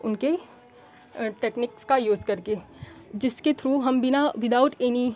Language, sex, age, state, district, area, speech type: Hindi, female, 18-30, Uttar Pradesh, Chandauli, rural, spontaneous